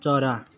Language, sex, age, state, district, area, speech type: Nepali, male, 18-30, West Bengal, Darjeeling, urban, read